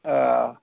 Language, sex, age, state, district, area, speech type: Bengali, male, 60+, West Bengal, Purba Bardhaman, rural, conversation